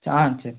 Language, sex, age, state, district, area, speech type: Tamil, male, 18-30, Tamil Nadu, Madurai, urban, conversation